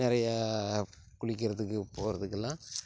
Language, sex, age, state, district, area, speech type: Tamil, male, 30-45, Tamil Nadu, Tiruchirappalli, rural, spontaneous